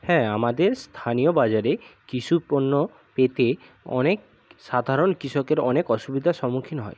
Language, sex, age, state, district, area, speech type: Bengali, male, 45-60, West Bengal, Purba Medinipur, rural, spontaneous